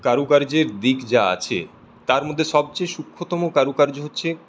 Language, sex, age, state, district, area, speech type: Bengali, male, 18-30, West Bengal, Purulia, urban, spontaneous